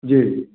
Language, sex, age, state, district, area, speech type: Hindi, male, 45-60, Madhya Pradesh, Gwalior, rural, conversation